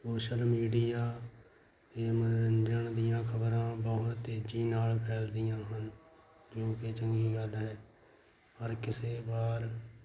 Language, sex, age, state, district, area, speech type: Punjabi, male, 45-60, Punjab, Hoshiarpur, rural, spontaneous